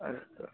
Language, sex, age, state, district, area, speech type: Sanskrit, male, 18-30, Karnataka, Chikkamagaluru, urban, conversation